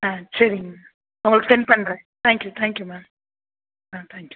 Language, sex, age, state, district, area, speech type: Tamil, female, 30-45, Tamil Nadu, Tiruchirappalli, rural, conversation